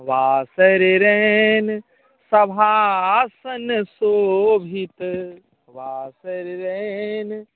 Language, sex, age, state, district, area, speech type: Maithili, male, 45-60, Bihar, Sitamarhi, rural, conversation